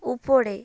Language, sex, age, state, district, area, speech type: Bengali, female, 18-30, West Bengal, South 24 Parganas, rural, read